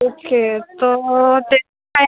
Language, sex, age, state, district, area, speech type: Marathi, female, 18-30, Maharashtra, Akola, rural, conversation